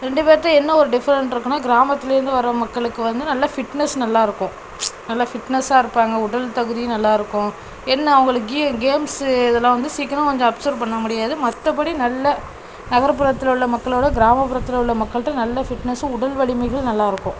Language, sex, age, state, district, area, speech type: Tamil, female, 18-30, Tamil Nadu, Thoothukudi, rural, spontaneous